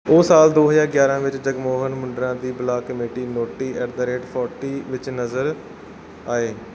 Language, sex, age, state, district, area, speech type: Punjabi, male, 45-60, Punjab, Bathinda, urban, read